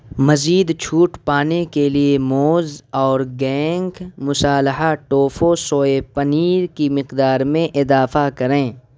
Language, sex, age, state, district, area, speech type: Urdu, male, 18-30, Uttar Pradesh, Siddharthnagar, rural, read